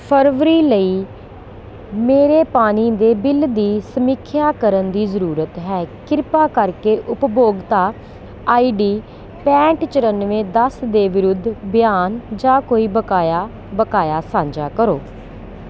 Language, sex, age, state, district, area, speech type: Punjabi, female, 30-45, Punjab, Kapurthala, rural, read